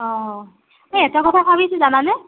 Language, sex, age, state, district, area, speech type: Assamese, female, 45-60, Assam, Nagaon, rural, conversation